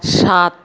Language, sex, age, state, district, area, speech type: Bengali, female, 45-60, West Bengal, Paschim Bardhaman, urban, read